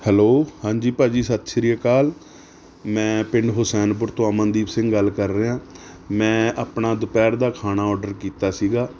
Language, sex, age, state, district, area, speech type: Punjabi, male, 30-45, Punjab, Rupnagar, rural, spontaneous